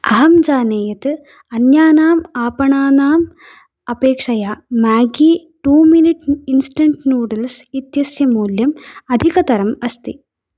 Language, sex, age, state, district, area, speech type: Sanskrit, female, 18-30, Tamil Nadu, Coimbatore, urban, read